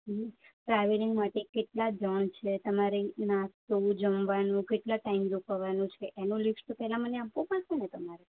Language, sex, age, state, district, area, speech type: Gujarati, female, 18-30, Gujarat, Anand, rural, conversation